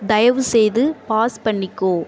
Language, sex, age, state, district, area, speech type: Tamil, female, 18-30, Tamil Nadu, Nagapattinam, rural, read